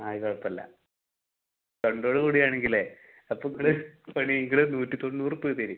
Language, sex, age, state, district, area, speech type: Malayalam, male, 18-30, Kerala, Malappuram, rural, conversation